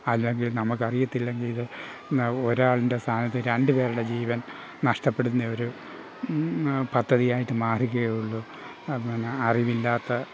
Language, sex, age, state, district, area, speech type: Malayalam, male, 60+, Kerala, Pathanamthitta, rural, spontaneous